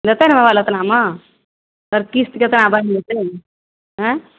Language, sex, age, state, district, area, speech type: Maithili, female, 18-30, Bihar, Madhepura, rural, conversation